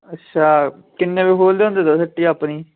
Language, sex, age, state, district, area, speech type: Dogri, male, 18-30, Jammu and Kashmir, Udhampur, rural, conversation